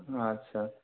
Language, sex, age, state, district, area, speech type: Odia, male, 30-45, Odisha, Dhenkanal, rural, conversation